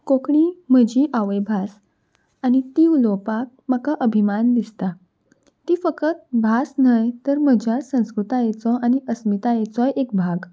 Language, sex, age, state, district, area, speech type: Goan Konkani, female, 18-30, Goa, Salcete, urban, spontaneous